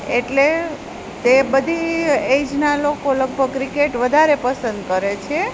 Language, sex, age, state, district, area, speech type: Gujarati, female, 45-60, Gujarat, Junagadh, rural, spontaneous